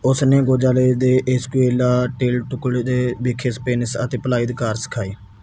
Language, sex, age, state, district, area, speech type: Punjabi, male, 18-30, Punjab, Mansa, rural, read